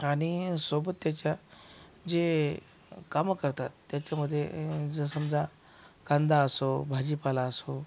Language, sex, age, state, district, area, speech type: Marathi, male, 45-60, Maharashtra, Akola, urban, spontaneous